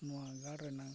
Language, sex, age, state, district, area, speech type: Santali, male, 45-60, Odisha, Mayurbhanj, rural, spontaneous